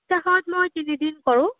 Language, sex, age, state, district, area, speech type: Assamese, female, 30-45, Assam, Nagaon, rural, conversation